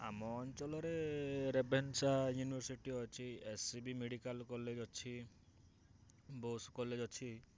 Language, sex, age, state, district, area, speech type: Odia, male, 30-45, Odisha, Cuttack, urban, spontaneous